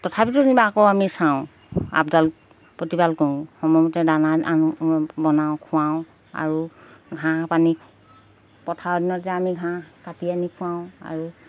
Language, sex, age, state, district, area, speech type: Assamese, female, 45-60, Assam, Golaghat, urban, spontaneous